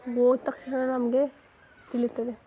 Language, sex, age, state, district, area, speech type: Kannada, female, 18-30, Karnataka, Dharwad, urban, spontaneous